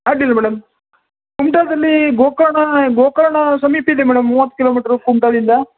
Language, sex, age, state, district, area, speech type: Kannada, male, 30-45, Karnataka, Uttara Kannada, rural, conversation